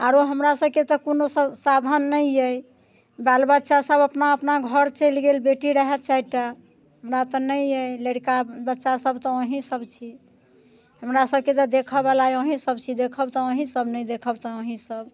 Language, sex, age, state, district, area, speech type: Maithili, female, 60+, Bihar, Muzaffarpur, urban, spontaneous